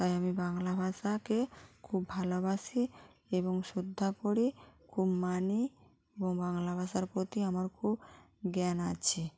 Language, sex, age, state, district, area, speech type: Bengali, female, 30-45, West Bengal, Jalpaiguri, rural, spontaneous